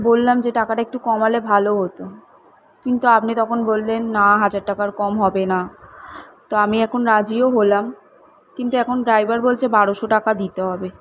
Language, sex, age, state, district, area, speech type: Bengali, female, 18-30, West Bengal, Kolkata, urban, spontaneous